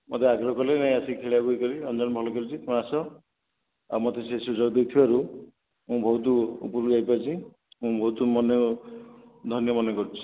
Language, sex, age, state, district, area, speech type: Odia, male, 45-60, Odisha, Nayagarh, rural, conversation